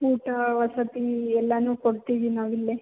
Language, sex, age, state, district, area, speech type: Kannada, female, 18-30, Karnataka, Chitradurga, rural, conversation